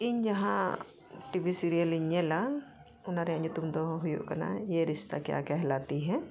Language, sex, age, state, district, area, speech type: Santali, female, 45-60, Jharkhand, Bokaro, rural, spontaneous